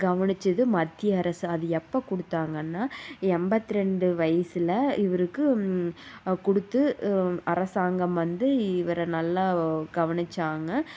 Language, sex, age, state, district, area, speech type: Tamil, female, 18-30, Tamil Nadu, Tiruppur, rural, spontaneous